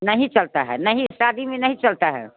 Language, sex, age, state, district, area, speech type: Hindi, female, 60+, Bihar, Muzaffarpur, rural, conversation